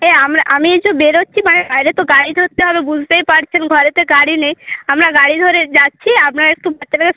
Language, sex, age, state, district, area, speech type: Bengali, female, 30-45, West Bengal, Purba Medinipur, rural, conversation